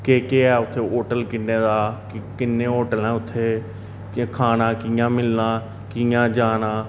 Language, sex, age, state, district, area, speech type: Dogri, male, 30-45, Jammu and Kashmir, Reasi, urban, spontaneous